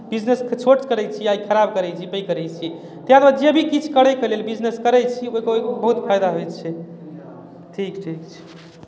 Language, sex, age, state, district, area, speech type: Maithili, male, 18-30, Bihar, Darbhanga, urban, spontaneous